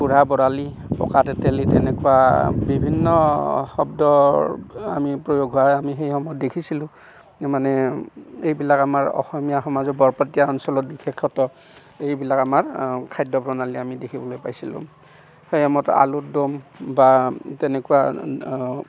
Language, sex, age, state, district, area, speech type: Assamese, male, 45-60, Assam, Barpeta, rural, spontaneous